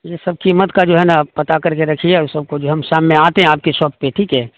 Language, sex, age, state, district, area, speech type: Urdu, male, 45-60, Bihar, Supaul, rural, conversation